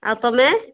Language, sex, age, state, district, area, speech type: Odia, female, 45-60, Odisha, Angul, rural, conversation